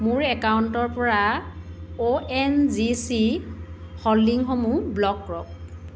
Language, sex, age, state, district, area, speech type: Assamese, female, 45-60, Assam, Dibrugarh, rural, read